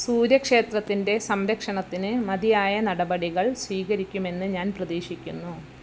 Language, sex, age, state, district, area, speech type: Malayalam, female, 45-60, Kerala, Malappuram, rural, read